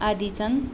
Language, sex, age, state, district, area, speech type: Nepali, female, 18-30, West Bengal, Darjeeling, rural, spontaneous